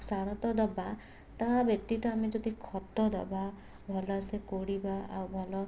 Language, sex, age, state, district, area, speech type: Odia, female, 18-30, Odisha, Cuttack, urban, spontaneous